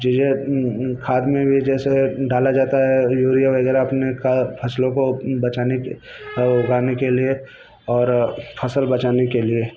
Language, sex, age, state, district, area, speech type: Hindi, male, 30-45, Uttar Pradesh, Mirzapur, urban, spontaneous